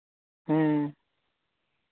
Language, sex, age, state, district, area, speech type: Santali, male, 18-30, Jharkhand, Pakur, rural, conversation